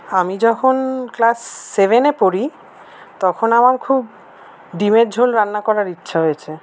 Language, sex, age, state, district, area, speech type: Bengali, female, 45-60, West Bengal, Paschim Bardhaman, urban, spontaneous